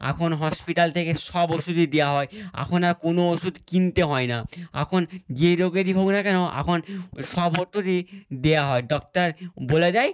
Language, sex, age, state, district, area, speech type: Bengali, male, 18-30, West Bengal, Nadia, rural, spontaneous